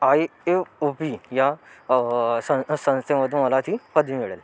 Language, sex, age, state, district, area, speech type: Marathi, male, 18-30, Maharashtra, Thane, urban, spontaneous